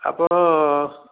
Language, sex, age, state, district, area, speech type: Odia, male, 45-60, Odisha, Dhenkanal, rural, conversation